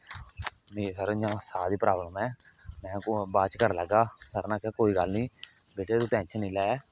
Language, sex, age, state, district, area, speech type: Dogri, male, 18-30, Jammu and Kashmir, Kathua, rural, spontaneous